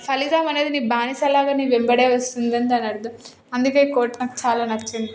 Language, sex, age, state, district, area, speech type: Telugu, female, 18-30, Telangana, Hyderabad, urban, spontaneous